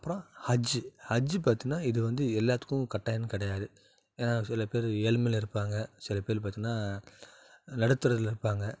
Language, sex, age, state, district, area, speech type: Tamil, male, 30-45, Tamil Nadu, Salem, urban, spontaneous